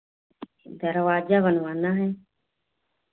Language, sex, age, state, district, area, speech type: Hindi, female, 60+, Uttar Pradesh, Hardoi, rural, conversation